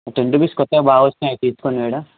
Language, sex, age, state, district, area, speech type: Telugu, male, 18-30, Telangana, Medchal, urban, conversation